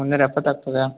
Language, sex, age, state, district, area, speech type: Kannada, male, 18-30, Karnataka, Uttara Kannada, rural, conversation